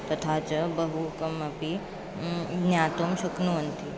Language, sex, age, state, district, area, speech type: Sanskrit, female, 18-30, Maharashtra, Chandrapur, urban, spontaneous